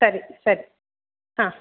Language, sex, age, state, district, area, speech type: Kannada, female, 30-45, Karnataka, Uttara Kannada, rural, conversation